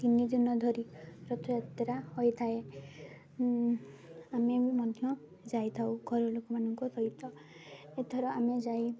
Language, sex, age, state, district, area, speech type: Odia, female, 18-30, Odisha, Mayurbhanj, rural, spontaneous